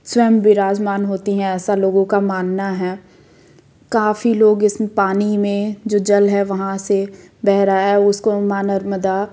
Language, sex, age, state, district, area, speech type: Hindi, female, 30-45, Madhya Pradesh, Jabalpur, urban, spontaneous